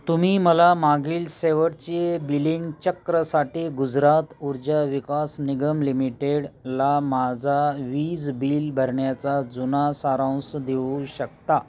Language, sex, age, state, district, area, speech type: Marathi, male, 45-60, Maharashtra, Osmanabad, rural, read